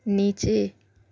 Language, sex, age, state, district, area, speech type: Urdu, female, 18-30, Uttar Pradesh, Gautam Buddha Nagar, urban, read